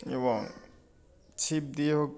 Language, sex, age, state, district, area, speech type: Bengali, male, 45-60, West Bengal, Birbhum, urban, spontaneous